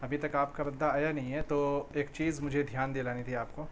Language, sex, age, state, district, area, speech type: Urdu, male, 45-60, Delhi, Central Delhi, urban, spontaneous